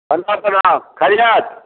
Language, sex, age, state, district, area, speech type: Hindi, male, 60+, Bihar, Muzaffarpur, rural, conversation